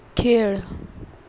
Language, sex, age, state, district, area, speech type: Goan Konkani, female, 18-30, Goa, Ponda, rural, read